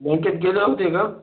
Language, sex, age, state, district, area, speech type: Marathi, male, 18-30, Maharashtra, Hingoli, urban, conversation